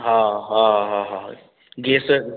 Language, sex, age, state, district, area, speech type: Sindhi, male, 30-45, Madhya Pradesh, Katni, urban, conversation